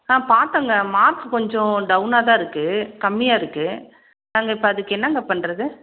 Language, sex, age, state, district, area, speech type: Tamil, female, 30-45, Tamil Nadu, Salem, urban, conversation